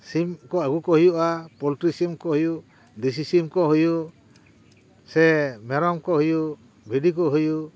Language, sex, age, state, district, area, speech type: Santali, male, 60+, West Bengal, Paschim Bardhaman, rural, spontaneous